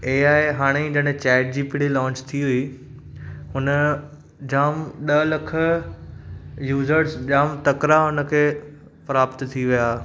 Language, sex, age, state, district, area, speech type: Sindhi, male, 18-30, Maharashtra, Thane, urban, spontaneous